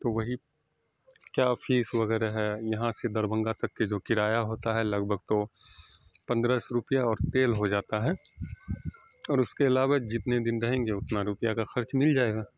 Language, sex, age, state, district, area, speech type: Urdu, male, 18-30, Bihar, Saharsa, rural, spontaneous